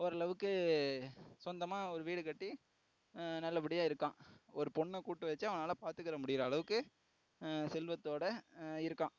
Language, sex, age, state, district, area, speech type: Tamil, male, 18-30, Tamil Nadu, Tiruvarur, urban, spontaneous